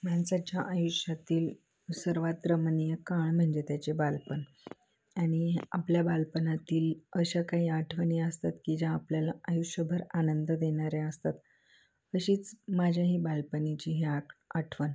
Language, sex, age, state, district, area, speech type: Marathi, female, 18-30, Maharashtra, Ahmednagar, urban, spontaneous